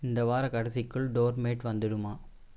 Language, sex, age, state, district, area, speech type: Tamil, male, 18-30, Tamil Nadu, Coimbatore, rural, read